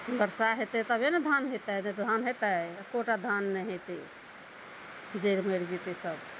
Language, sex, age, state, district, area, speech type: Maithili, female, 45-60, Bihar, Araria, rural, spontaneous